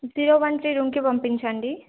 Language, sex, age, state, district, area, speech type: Telugu, female, 18-30, Telangana, Jangaon, urban, conversation